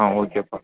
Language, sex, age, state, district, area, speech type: Tamil, male, 18-30, Tamil Nadu, Chennai, urban, conversation